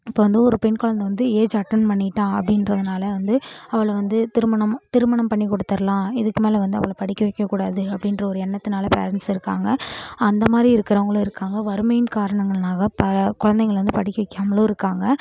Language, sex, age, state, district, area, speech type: Tamil, female, 18-30, Tamil Nadu, Namakkal, rural, spontaneous